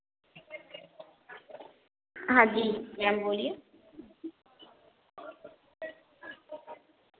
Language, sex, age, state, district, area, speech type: Hindi, female, 18-30, Bihar, Begusarai, urban, conversation